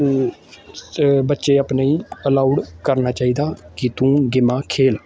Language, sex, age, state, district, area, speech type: Dogri, male, 18-30, Jammu and Kashmir, Samba, urban, spontaneous